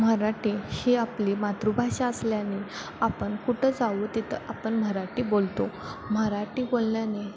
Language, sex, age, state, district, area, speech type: Marathi, female, 18-30, Maharashtra, Sangli, rural, spontaneous